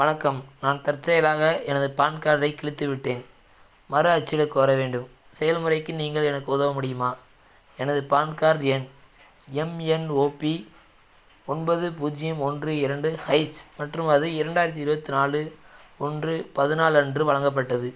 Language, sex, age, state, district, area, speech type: Tamil, male, 18-30, Tamil Nadu, Madurai, rural, read